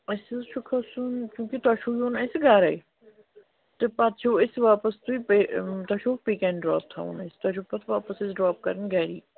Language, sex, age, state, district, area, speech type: Kashmiri, female, 18-30, Jammu and Kashmir, Srinagar, urban, conversation